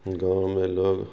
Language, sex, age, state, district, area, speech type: Urdu, male, 60+, Bihar, Supaul, rural, spontaneous